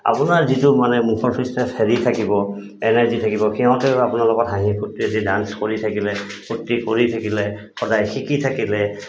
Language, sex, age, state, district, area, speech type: Assamese, male, 45-60, Assam, Goalpara, rural, spontaneous